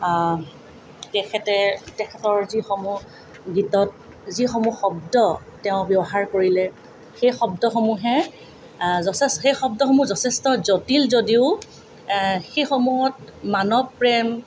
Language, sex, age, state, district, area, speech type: Assamese, female, 45-60, Assam, Tinsukia, rural, spontaneous